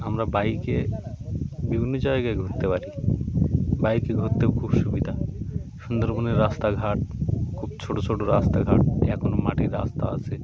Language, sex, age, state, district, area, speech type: Bengali, male, 30-45, West Bengal, Birbhum, urban, spontaneous